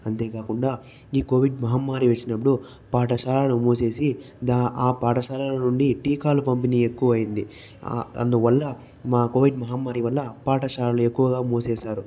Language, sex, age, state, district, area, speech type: Telugu, male, 45-60, Andhra Pradesh, Chittoor, urban, spontaneous